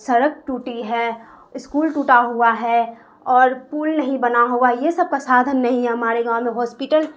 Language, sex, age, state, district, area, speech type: Urdu, female, 30-45, Bihar, Darbhanga, rural, spontaneous